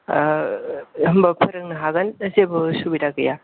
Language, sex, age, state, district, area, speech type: Bodo, male, 18-30, Assam, Kokrajhar, rural, conversation